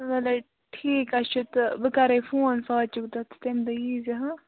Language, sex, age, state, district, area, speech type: Kashmiri, female, 18-30, Jammu and Kashmir, Budgam, rural, conversation